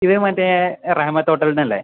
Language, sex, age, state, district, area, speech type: Malayalam, male, 18-30, Kerala, Kozhikode, urban, conversation